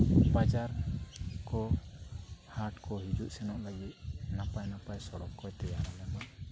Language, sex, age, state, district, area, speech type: Santali, male, 30-45, Jharkhand, East Singhbhum, rural, spontaneous